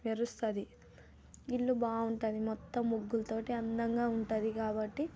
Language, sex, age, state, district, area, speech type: Telugu, female, 18-30, Telangana, Nalgonda, rural, spontaneous